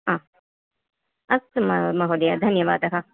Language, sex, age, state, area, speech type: Sanskrit, female, 30-45, Tamil Nadu, urban, conversation